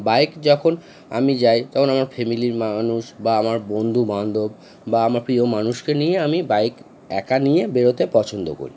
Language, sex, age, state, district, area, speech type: Bengali, male, 30-45, West Bengal, Howrah, urban, spontaneous